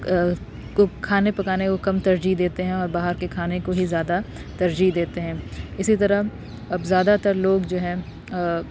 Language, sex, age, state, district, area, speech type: Urdu, female, 30-45, Uttar Pradesh, Aligarh, urban, spontaneous